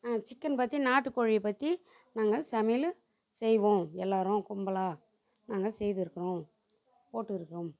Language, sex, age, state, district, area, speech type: Tamil, female, 45-60, Tamil Nadu, Tiruvannamalai, rural, spontaneous